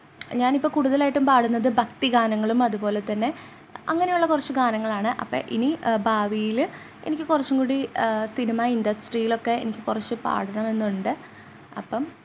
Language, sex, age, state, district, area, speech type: Malayalam, female, 18-30, Kerala, Ernakulam, rural, spontaneous